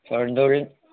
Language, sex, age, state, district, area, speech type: Malayalam, male, 60+, Kerala, Wayanad, rural, conversation